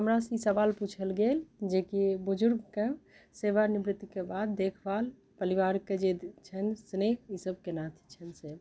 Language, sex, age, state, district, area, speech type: Maithili, other, 60+, Bihar, Madhubani, urban, spontaneous